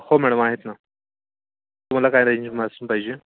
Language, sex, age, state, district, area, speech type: Marathi, male, 30-45, Maharashtra, Yavatmal, urban, conversation